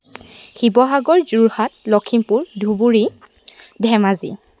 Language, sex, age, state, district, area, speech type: Assamese, female, 18-30, Assam, Sivasagar, rural, spontaneous